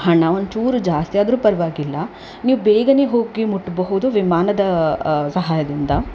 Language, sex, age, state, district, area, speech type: Kannada, female, 30-45, Karnataka, Udupi, rural, spontaneous